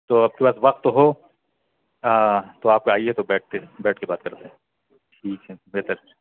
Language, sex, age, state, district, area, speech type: Urdu, male, 30-45, Bihar, Purnia, rural, conversation